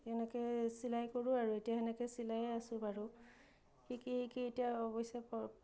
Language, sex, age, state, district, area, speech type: Assamese, female, 30-45, Assam, Udalguri, urban, spontaneous